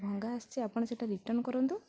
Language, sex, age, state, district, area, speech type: Odia, female, 18-30, Odisha, Jagatsinghpur, rural, spontaneous